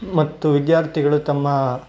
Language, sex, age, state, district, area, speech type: Kannada, male, 18-30, Karnataka, Bangalore Rural, urban, spontaneous